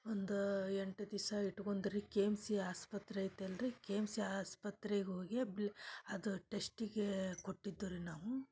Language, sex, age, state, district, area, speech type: Kannada, female, 30-45, Karnataka, Dharwad, rural, spontaneous